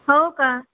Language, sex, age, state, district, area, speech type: Marathi, female, 30-45, Maharashtra, Thane, urban, conversation